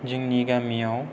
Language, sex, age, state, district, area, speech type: Bodo, male, 18-30, Assam, Kokrajhar, rural, spontaneous